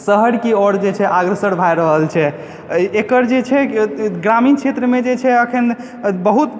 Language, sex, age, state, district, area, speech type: Maithili, male, 18-30, Bihar, Purnia, urban, spontaneous